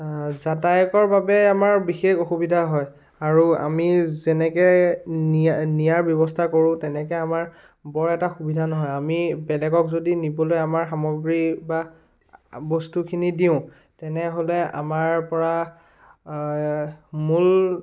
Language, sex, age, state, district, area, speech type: Assamese, male, 18-30, Assam, Biswanath, rural, spontaneous